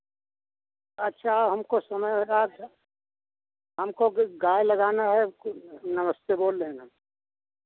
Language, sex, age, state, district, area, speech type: Hindi, male, 60+, Uttar Pradesh, Lucknow, rural, conversation